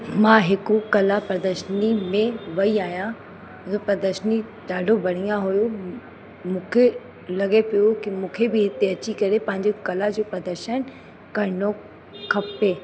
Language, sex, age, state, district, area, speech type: Sindhi, female, 30-45, Uttar Pradesh, Lucknow, urban, spontaneous